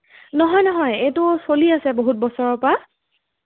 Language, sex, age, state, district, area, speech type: Assamese, female, 18-30, Assam, Jorhat, urban, conversation